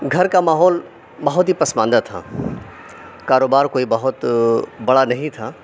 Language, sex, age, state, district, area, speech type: Urdu, male, 30-45, Uttar Pradesh, Mau, urban, spontaneous